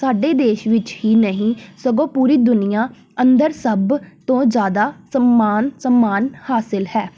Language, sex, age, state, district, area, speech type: Punjabi, female, 18-30, Punjab, Tarn Taran, urban, spontaneous